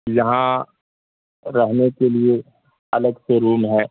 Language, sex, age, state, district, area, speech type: Urdu, male, 18-30, Bihar, Purnia, rural, conversation